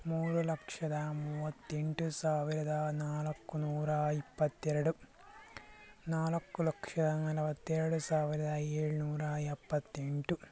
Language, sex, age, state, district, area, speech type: Kannada, male, 45-60, Karnataka, Bangalore Rural, rural, spontaneous